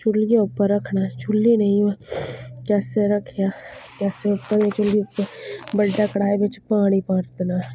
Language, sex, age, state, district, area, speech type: Dogri, female, 30-45, Jammu and Kashmir, Udhampur, rural, spontaneous